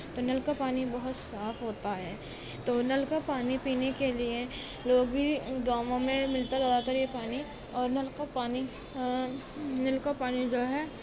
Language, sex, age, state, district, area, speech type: Urdu, female, 18-30, Uttar Pradesh, Gautam Buddha Nagar, urban, spontaneous